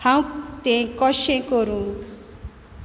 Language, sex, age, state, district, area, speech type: Goan Konkani, female, 30-45, Goa, Quepem, rural, read